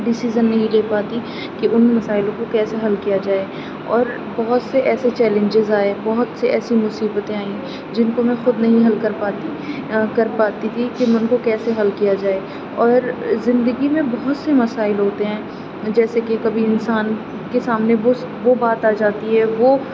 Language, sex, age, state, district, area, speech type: Urdu, female, 18-30, Uttar Pradesh, Aligarh, urban, spontaneous